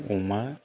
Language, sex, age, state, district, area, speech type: Bodo, male, 30-45, Assam, Kokrajhar, rural, spontaneous